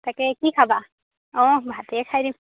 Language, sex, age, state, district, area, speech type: Assamese, female, 18-30, Assam, Charaideo, rural, conversation